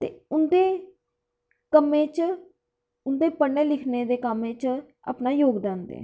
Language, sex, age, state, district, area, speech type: Dogri, female, 18-30, Jammu and Kashmir, Kathua, rural, spontaneous